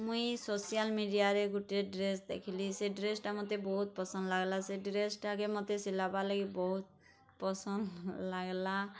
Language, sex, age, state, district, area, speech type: Odia, female, 30-45, Odisha, Bargarh, urban, spontaneous